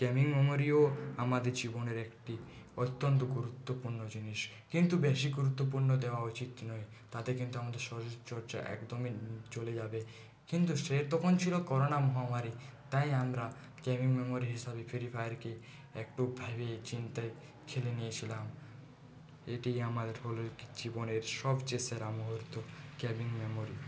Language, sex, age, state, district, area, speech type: Bengali, male, 30-45, West Bengal, Purulia, urban, spontaneous